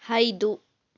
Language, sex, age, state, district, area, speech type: Kannada, female, 18-30, Karnataka, Kolar, rural, read